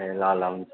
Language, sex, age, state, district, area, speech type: Nepali, male, 18-30, West Bengal, Alipurduar, rural, conversation